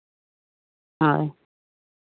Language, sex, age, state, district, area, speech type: Santali, male, 30-45, Jharkhand, Seraikela Kharsawan, rural, conversation